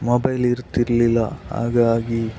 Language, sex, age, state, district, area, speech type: Kannada, male, 30-45, Karnataka, Dakshina Kannada, rural, spontaneous